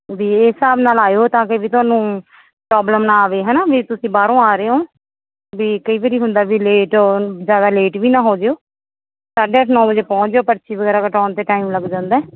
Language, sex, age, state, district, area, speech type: Punjabi, female, 30-45, Punjab, Mansa, rural, conversation